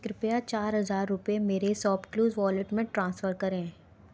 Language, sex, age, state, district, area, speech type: Hindi, female, 18-30, Madhya Pradesh, Gwalior, urban, read